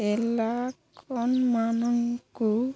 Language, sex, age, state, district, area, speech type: Odia, female, 30-45, Odisha, Balangir, urban, spontaneous